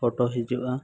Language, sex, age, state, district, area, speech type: Santali, male, 18-30, Jharkhand, East Singhbhum, rural, spontaneous